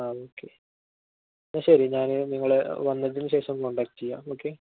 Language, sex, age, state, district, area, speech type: Malayalam, male, 18-30, Kerala, Malappuram, rural, conversation